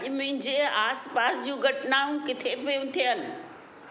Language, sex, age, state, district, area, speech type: Sindhi, female, 60+, Maharashtra, Mumbai Suburban, urban, read